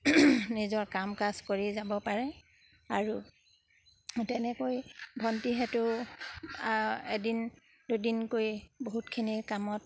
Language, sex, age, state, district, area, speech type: Assamese, female, 30-45, Assam, Sivasagar, rural, spontaneous